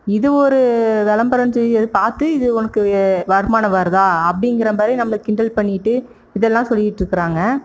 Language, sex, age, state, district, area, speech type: Tamil, female, 30-45, Tamil Nadu, Erode, rural, spontaneous